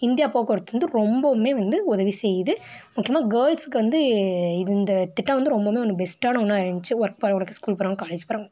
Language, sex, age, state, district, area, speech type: Tamil, female, 18-30, Tamil Nadu, Tiruppur, rural, spontaneous